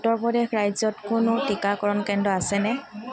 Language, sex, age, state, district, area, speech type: Assamese, female, 30-45, Assam, Tinsukia, urban, read